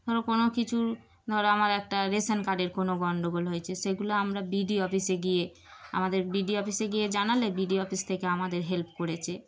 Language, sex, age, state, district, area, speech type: Bengali, female, 30-45, West Bengal, Darjeeling, urban, spontaneous